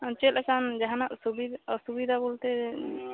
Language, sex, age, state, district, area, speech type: Santali, female, 18-30, West Bengal, Bankura, rural, conversation